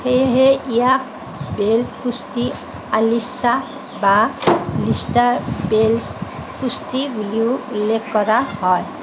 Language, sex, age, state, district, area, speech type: Assamese, female, 45-60, Assam, Nalbari, rural, read